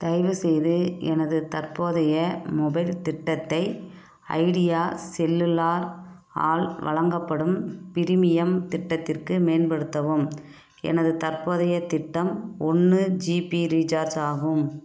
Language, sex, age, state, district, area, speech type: Tamil, female, 45-60, Tamil Nadu, Theni, rural, read